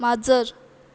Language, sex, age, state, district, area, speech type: Goan Konkani, female, 18-30, Goa, Quepem, urban, read